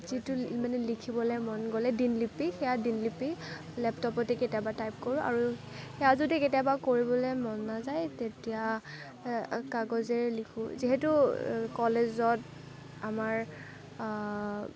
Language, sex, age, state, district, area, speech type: Assamese, female, 18-30, Assam, Kamrup Metropolitan, rural, spontaneous